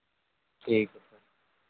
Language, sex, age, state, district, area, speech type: Hindi, male, 30-45, Madhya Pradesh, Harda, urban, conversation